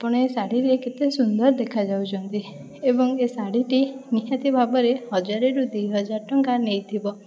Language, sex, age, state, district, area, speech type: Odia, female, 18-30, Odisha, Puri, urban, spontaneous